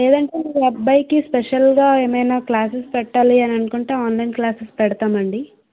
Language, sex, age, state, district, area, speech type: Telugu, female, 30-45, Andhra Pradesh, Vizianagaram, rural, conversation